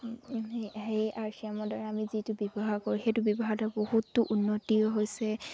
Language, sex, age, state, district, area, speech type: Assamese, female, 60+, Assam, Dibrugarh, rural, spontaneous